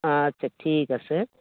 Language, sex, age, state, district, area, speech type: Assamese, female, 45-60, Assam, Goalpara, urban, conversation